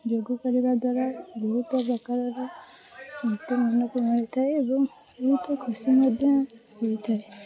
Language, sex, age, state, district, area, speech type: Odia, female, 45-60, Odisha, Puri, urban, spontaneous